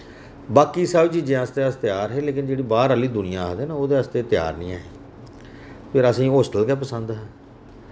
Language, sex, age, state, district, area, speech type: Dogri, male, 45-60, Jammu and Kashmir, Reasi, urban, spontaneous